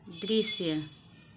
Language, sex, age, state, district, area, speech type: Hindi, female, 30-45, Uttar Pradesh, Azamgarh, rural, read